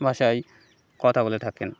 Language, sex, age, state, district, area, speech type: Bengali, male, 30-45, West Bengal, Birbhum, urban, spontaneous